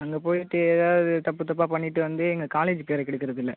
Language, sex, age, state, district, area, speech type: Tamil, male, 18-30, Tamil Nadu, Cuddalore, rural, conversation